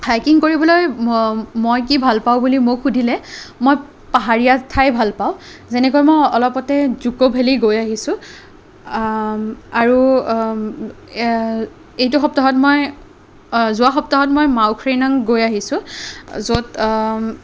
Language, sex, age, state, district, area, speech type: Assamese, female, 18-30, Assam, Kamrup Metropolitan, urban, spontaneous